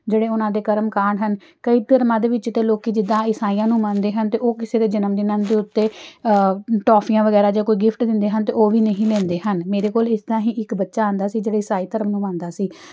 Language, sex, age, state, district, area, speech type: Punjabi, female, 45-60, Punjab, Amritsar, urban, spontaneous